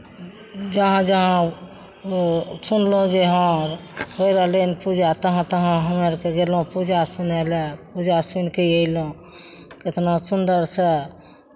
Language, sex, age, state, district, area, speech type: Maithili, female, 60+, Bihar, Begusarai, urban, spontaneous